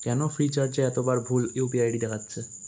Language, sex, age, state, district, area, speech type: Bengali, male, 18-30, West Bengal, Kolkata, urban, read